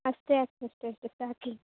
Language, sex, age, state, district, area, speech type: Kannada, female, 18-30, Karnataka, Chikkaballapur, rural, conversation